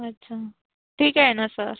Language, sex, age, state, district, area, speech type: Marathi, female, 30-45, Maharashtra, Nagpur, urban, conversation